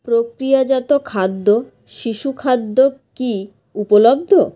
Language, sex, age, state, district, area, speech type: Bengali, female, 30-45, West Bengal, South 24 Parganas, rural, read